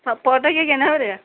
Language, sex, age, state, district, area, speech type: Malayalam, female, 45-60, Kerala, Kottayam, urban, conversation